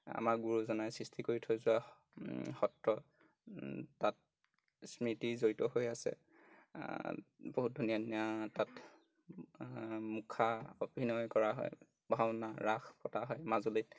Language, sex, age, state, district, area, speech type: Assamese, male, 18-30, Assam, Golaghat, rural, spontaneous